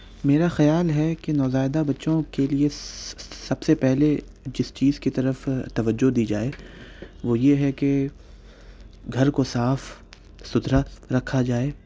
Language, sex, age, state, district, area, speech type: Urdu, male, 18-30, Delhi, South Delhi, urban, spontaneous